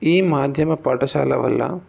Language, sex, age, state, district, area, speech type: Telugu, male, 18-30, Telangana, Jangaon, urban, spontaneous